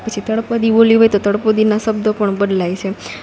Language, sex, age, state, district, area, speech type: Gujarati, female, 18-30, Gujarat, Rajkot, rural, spontaneous